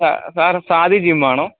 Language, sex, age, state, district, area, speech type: Malayalam, male, 30-45, Kerala, Alappuzha, rural, conversation